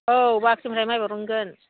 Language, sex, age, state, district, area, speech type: Bodo, female, 45-60, Assam, Udalguri, rural, conversation